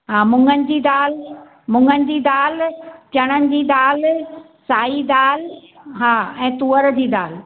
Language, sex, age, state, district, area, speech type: Sindhi, female, 60+, Maharashtra, Thane, urban, conversation